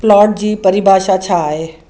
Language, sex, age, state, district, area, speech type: Sindhi, female, 60+, Maharashtra, Mumbai Suburban, urban, read